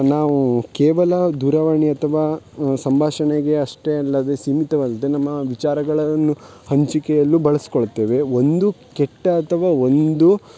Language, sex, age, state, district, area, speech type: Kannada, male, 18-30, Karnataka, Uttara Kannada, rural, spontaneous